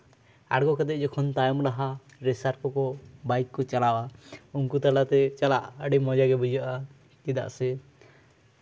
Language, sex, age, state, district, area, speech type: Santali, male, 18-30, West Bengal, Jhargram, rural, spontaneous